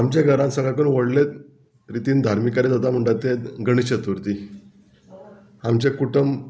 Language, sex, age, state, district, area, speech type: Goan Konkani, male, 45-60, Goa, Murmgao, rural, spontaneous